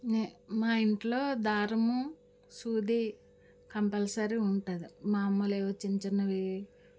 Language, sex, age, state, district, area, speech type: Telugu, female, 60+, Andhra Pradesh, Alluri Sitarama Raju, rural, spontaneous